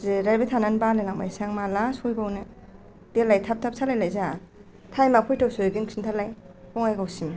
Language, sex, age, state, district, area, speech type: Bodo, female, 45-60, Assam, Kokrajhar, urban, spontaneous